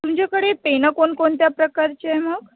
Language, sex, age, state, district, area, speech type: Marathi, female, 18-30, Maharashtra, Amravati, rural, conversation